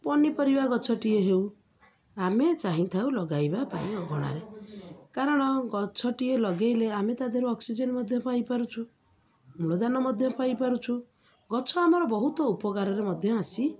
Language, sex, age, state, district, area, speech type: Odia, female, 30-45, Odisha, Jagatsinghpur, urban, spontaneous